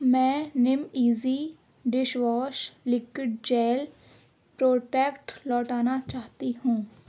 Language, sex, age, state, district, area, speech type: Urdu, female, 18-30, Uttar Pradesh, Aligarh, urban, read